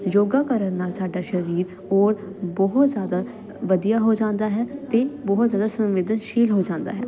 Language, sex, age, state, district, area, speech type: Punjabi, female, 18-30, Punjab, Jalandhar, urban, spontaneous